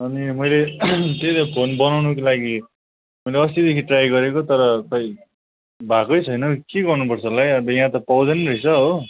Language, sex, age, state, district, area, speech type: Nepali, male, 18-30, West Bengal, Kalimpong, rural, conversation